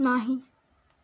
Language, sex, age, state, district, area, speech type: Marathi, female, 18-30, Maharashtra, Raigad, rural, read